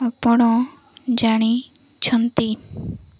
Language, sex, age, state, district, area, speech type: Odia, female, 18-30, Odisha, Koraput, urban, spontaneous